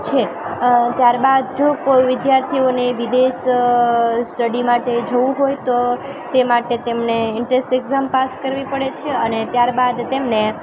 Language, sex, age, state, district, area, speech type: Gujarati, female, 18-30, Gujarat, Junagadh, rural, spontaneous